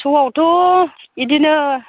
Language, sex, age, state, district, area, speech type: Bodo, female, 45-60, Assam, Chirang, rural, conversation